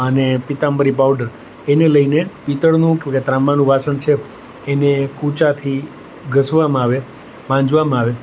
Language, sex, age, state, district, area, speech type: Gujarati, male, 45-60, Gujarat, Rajkot, urban, spontaneous